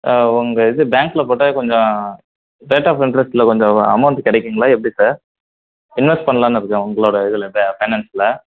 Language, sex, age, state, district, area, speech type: Tamil, male, 18-30, Tamil Nadu, Kallakurichi, rural, conversation